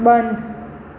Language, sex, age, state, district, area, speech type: Gujarati, female, 45-60, Gujarat, Surat, urban, read